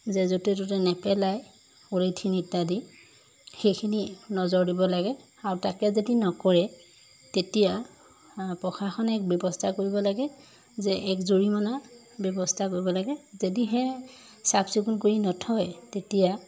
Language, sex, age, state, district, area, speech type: Assamese, female, 45-60, Assam, Jorhat, urban, spontaneous